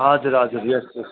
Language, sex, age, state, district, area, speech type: Nepali, male, 45-60, West Bengal, Kalimpong, rural, conversation